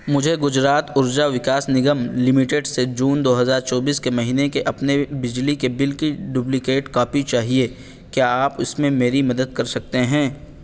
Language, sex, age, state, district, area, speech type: Urdu, male, 18-30, Uttar Pradesh, Saharanpur, urban, read